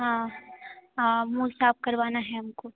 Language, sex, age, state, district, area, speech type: Hindi, female, 18-30, Bihar, Darbhanga, rural, conversation